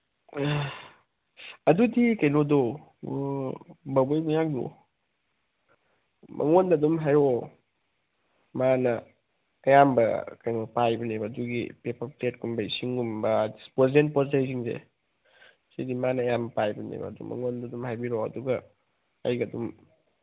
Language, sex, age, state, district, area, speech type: Manipuri, male, 30-45, Manipur, Thoubal, rural, conversation